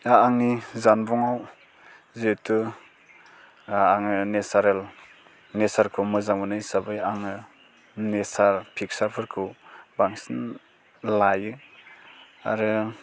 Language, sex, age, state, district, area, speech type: Bodo, male, 18-30, Assam, Baksa, rural, spontaneous